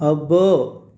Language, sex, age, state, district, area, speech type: Telugu, male, 45-60, Andhra Pradesh, Eluru, rural, read